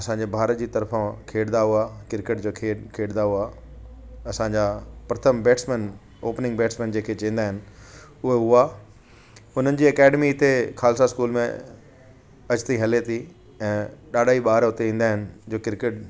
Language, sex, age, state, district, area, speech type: Sindhi, male, 45-60, Delhi, South Delhi, urban, spontaneous